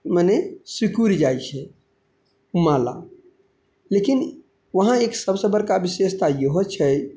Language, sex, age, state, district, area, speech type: Maithili, male, 30-45, Bihar, Madhubani, rural, spontaneous